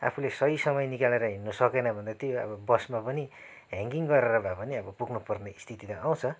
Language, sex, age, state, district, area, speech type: Nepali, male, 30-45, West Bengal, Kalimpong, rural, spontaneous